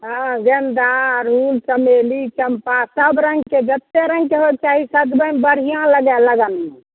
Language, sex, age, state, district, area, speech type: Maithili, female, 60+, Bihar, Begusarai, rural, conversation